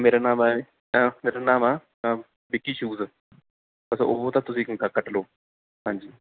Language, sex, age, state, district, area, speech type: Punjabi, male, 18-30, Punjab, Barnala, rural, conversation